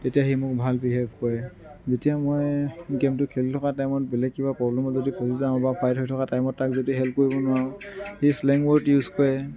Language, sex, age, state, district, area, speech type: Assamese, male, 30-45, Assam, Tinsukia, rural, spontaneous